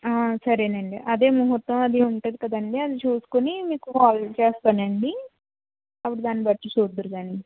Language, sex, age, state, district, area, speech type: Telugu, female, 60+, Andhra Pradesh, Kakinada, rural, conversation